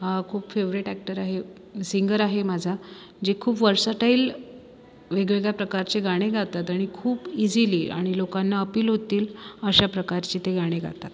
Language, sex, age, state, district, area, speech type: Marathi, female, 30-45, Maharashtra, Buldhana, urban, spontaneous